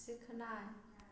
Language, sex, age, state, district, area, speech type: Maithili, female, 30-45, Bihar, Samastipur, urban, read